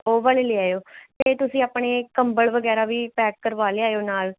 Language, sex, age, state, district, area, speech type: Punjabi, female, 18-30, Punjab, Mohali, urban, conversation